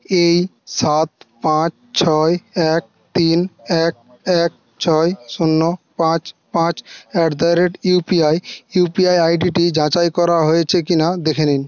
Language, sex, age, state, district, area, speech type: Bengali, male, 18-30, West Bengal, Jhargram, rural, read